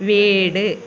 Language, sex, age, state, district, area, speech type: Malayalam, female, 45-60, Kerala, Kasaragod, rural, read